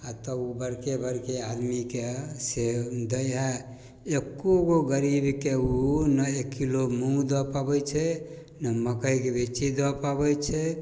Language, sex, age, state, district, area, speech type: Maithili, male, 60+, Bihar, Samastipur, rural, spontaneous